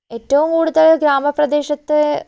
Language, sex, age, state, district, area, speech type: Malayalam, female, 30-45, Kerala, Wayanad, rural, spontaneous